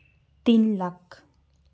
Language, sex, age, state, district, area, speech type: Santali, female, 18-30, West Bengal, Jhargram, rural, spontaneous